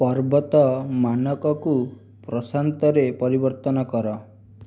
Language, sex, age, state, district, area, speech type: Odia, male, 18-30, Odisha, Jajpur, rural, read